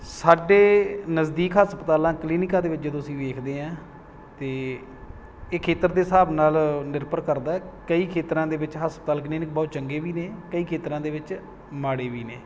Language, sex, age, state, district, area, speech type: Punjabi, male, 30-45, Punjab, Bathinda, rural, spontaneous